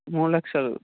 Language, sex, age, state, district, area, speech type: Telugu, male, 18-30, Telangana, Sangareddy, urban, conversation